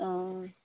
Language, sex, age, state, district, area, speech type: Assamese, female, 30-45, Assam, Dibrugarh, rural, conversation